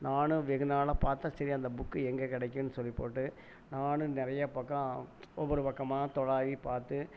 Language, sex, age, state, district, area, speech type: Tamil, male, 60+, Tamil Nadu, Erode, rural, spontaneous